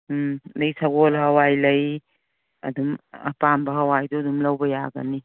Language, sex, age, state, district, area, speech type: Manipuri, female, 60+, Manipur, Imphal East, rural, conversation